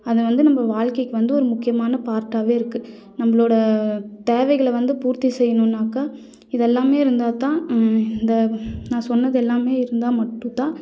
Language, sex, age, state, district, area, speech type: Tamil, female, 30-45, Tamil Nadu, Nilgiris, urban, spontaneous